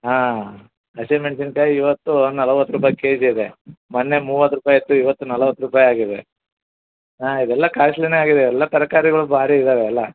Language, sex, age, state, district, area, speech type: Kannada, male, 45-60, Karnataka, Bellary, rural, conversation